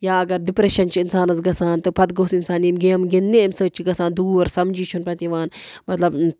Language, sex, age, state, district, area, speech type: Kashmiri, female, 45-60, Jammu and Kashmir, Budgam, rural, spontaneous